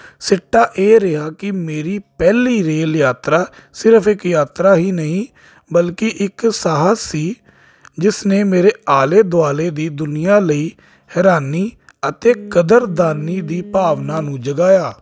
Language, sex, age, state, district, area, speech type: Punjabi, male, 30-45, Punjab, Jalandhar, urban, spontaneous